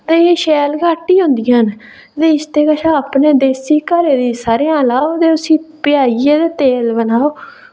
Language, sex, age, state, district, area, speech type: Dogri, female, 18-30, Jammu and Kashmir, Reasi, rural, spontaneous